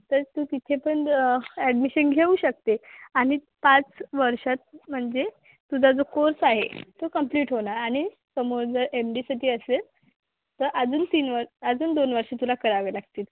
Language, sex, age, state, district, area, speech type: Marathi, female, 18-30, Maharashtra, Akola, rural, conversation